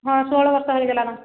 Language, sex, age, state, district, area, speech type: Odia, female, 30-45, Odisha, Boudh, rural, conversation